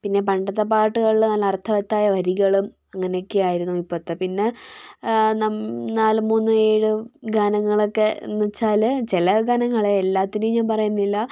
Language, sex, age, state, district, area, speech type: Malayalam, female, 18-30, Kerala, Wayanad, rural, spontaneous